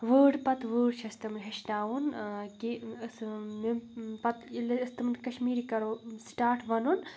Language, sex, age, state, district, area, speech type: Kashmiri, female, 18-30, Jammu and Kashmir, Baramulla, rural, spontaneous